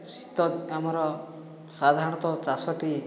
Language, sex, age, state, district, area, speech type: Odia, male, 30-45, Odisha, Boudh, rural, spontaneous